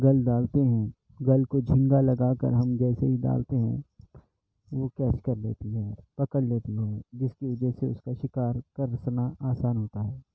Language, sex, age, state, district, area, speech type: Urdu, male, 30-45, Telangana, Hyderabad, urban, spontaneous